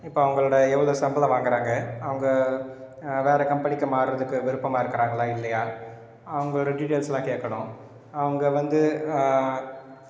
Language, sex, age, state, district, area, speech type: Tamil, male, 30-45, Tamil Nadu, Cuddalore, rural, spontaneous